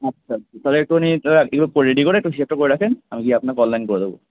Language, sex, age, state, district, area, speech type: Bengali, male, 18-30, West Bengal, Kolkata, urban, conversation